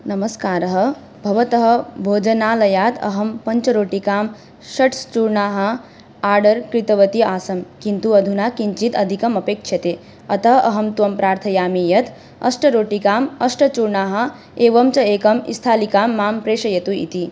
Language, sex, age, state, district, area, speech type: Sanskrit, female, 18-30, Manipur, Kangpokpi, rural, spontaneous